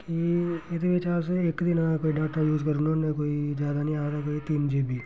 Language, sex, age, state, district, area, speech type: Dogri, male, 30-45, Jammu and Kashmir, Reasi, rural, spontaneous